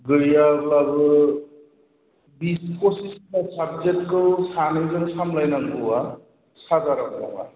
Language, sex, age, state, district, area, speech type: Bodo, male, 45-60, Assam, Chirang, urban, conversation